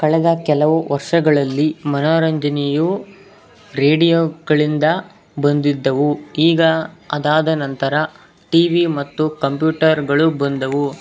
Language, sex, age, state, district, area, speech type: Kannada, male, 18-30, Karnataka, Davanagere, rural, spontaneous